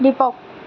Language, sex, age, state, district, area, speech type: Assamese, female, 45-60, Assam, Darrang, rural, spontaneous